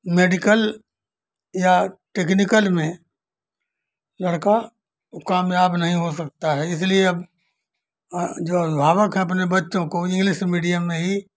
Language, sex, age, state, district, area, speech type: Hindi, male, 60+, Uttar Pradesh, Azamgarh, urban, spontaneous